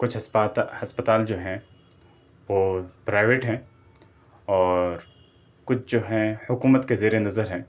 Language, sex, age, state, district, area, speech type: Urdu, male, 45-60, Delhi, Central Delhi, urban, spontaneous